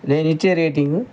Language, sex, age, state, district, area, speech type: Telugu, male, 60+, Andhra Pradesh, Krishna, rural, spontaneous